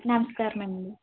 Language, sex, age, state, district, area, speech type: Telugu, female, 45-60, Andhra Pradesh, West Godavari, rural, conversation